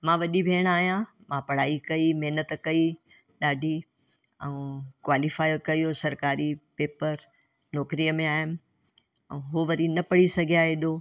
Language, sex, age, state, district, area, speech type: Sindhi, female, 60+, Delhi, South Delhi, urban, spontaneous